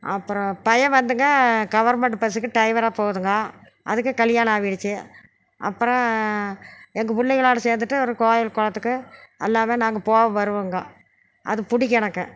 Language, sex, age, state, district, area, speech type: Tamil, female, 60+, Tamil Nadu, Erode, urban, spontaneous